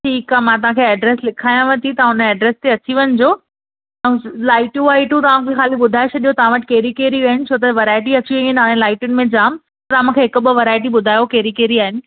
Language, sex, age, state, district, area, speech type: Sindhi, female, 18-30, Maharashtra, Thane, urban, conversation